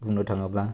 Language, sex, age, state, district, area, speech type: Bodo, male, 30-45, Assam, Kokrajhar, urban, spontaneous